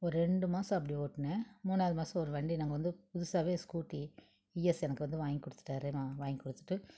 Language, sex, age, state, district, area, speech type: Tamil, female, 45-60, Tamil Nadu, Tiruppur, urban, spontaneous